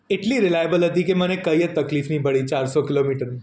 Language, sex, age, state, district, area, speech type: Gujarati, male, 30-45, Gujarat, Surat, urban, spontaneous